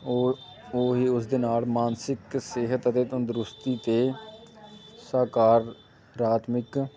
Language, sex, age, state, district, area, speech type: Punjabi, male, 18-30, Punjab, Amritsar, rural, spontaneous